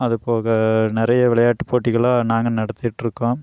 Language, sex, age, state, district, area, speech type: Tamil, male, 30-45, Tamil Nadu, Coimbatore, rural, spontaneous